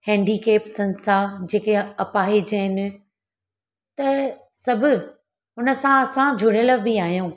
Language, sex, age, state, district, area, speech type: Sindhi, female, 30-45, Gujarat, Surat, urban, spontaneous